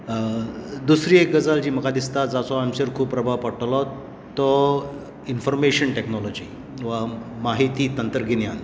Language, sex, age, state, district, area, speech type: Goan Konkani, male, 45-60, Goa, Tiswadi, rural, spontaneous